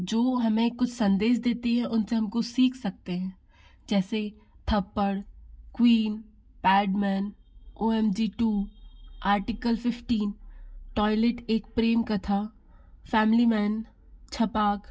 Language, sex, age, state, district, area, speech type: Hindi, female, 45-60, Madhya Pradesh, Bhopal, urban, spontaneous